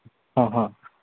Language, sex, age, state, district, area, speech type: Manipuri, male, 45-60, Manipur, Imphal East, rural, conversation